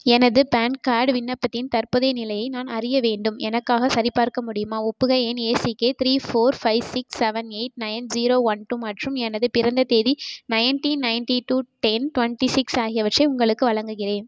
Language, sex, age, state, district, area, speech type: Tamil, female, 18-30, Tamil Nadu, Tiruchirappalli, rural, read